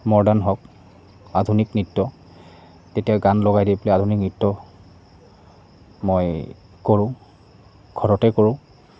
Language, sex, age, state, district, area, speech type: Assamese, male, 18-30, Assam, Goalpara, rural, spontaneous